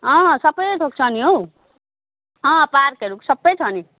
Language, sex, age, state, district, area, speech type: Nepali, female, 30-45, West Bengal, Alipurduar, urban, conversation